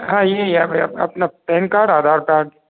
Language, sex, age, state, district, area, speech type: Hindi, male, 60+, Madhya Pradesh, Gwalior, rural, conversation